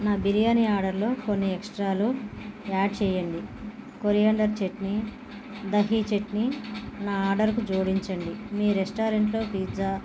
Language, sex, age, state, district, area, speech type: Telugu, female, 30-45, Telangana, Bhadradri Kothagudem, urban, spontaneous